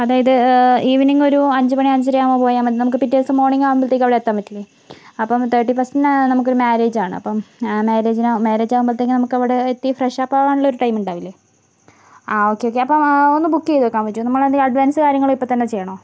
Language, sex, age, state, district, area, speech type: Malayalam, female, 30-45, Kerala, Kozhikode, urban, spontaneous